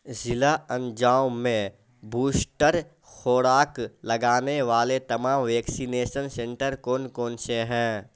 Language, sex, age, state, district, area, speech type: Urdu, male, 18-30, Bihar, Saharsa, rural, read